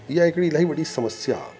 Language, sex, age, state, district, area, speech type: Sindhi, male, 45-60, Uttar Pradesh, Lucknow, rural, spontaneous